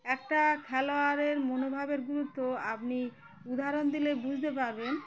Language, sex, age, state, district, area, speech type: Bengali, female, 30-45, West Bengal, Uttar Dinajpur, urban, spontaneous